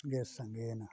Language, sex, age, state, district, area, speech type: Santali, male, 60+, Odisha, Mayurbhanj, rural, spontaneous